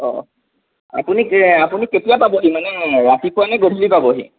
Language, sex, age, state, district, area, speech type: Assamese, male, 30-45, Assam, Jorhat, urban, conversation